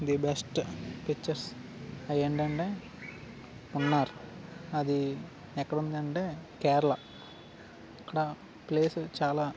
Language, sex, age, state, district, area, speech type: Telugu, male, 30-45, Andhra Pradesh, Alluri Sitarama Raju, rural, spontaneous